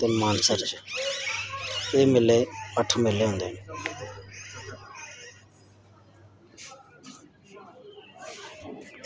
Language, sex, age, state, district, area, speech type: Dogri, male, 30-45, Jammu and Kashmir, Samba, rural, spontaneous